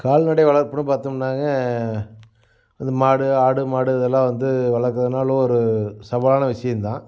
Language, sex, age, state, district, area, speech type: Tamil, male, 45-60, Tamil Nadu, Namakkal, rural, spontaneous